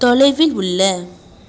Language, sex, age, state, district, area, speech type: Tamil, female, 18-30, Tamil Nadu, Thanjavur, urban, read